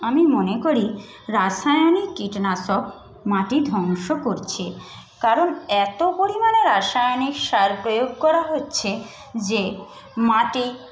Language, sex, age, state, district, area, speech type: Bengali, female, 30-45, West Bengal, Paschim Medinipur, rural, spontaneous